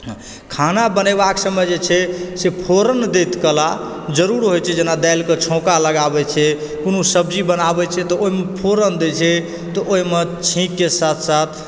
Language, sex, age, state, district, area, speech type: Maithili, male, 30-45, Bihar, Supaul, urban, spontaneous